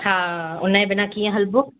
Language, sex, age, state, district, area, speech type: Sindhi, female, 30-45, Maharashtra, Thane, urban, conversation